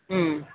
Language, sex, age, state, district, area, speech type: Malayalam, female, 30-45, Kerala, Kollam, rural, conversation